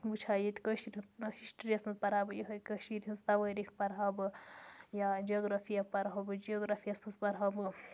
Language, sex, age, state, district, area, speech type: Kashmiri, female, 18-30, Jammu and Kashmir, Budgam, rural, spontaneous